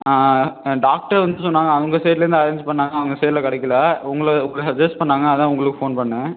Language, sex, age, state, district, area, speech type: Tamil, male, 18-30, Tamil Nadu, Tiruchirappalli, rural, conversation